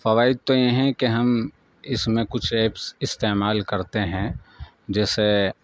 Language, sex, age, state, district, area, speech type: Urdu, male, 30-45, Uttar Pradesh, Saharanpur, urban, spontaneous